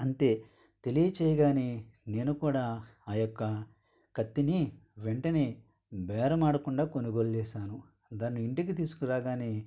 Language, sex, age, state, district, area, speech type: Telugu, male, 45-60, Andhra Pradesh, Konaseema, rural, spontaneous